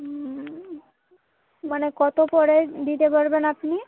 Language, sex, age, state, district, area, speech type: Bengali, female, 18-30, West Bengal, Birbhum, urban, conversation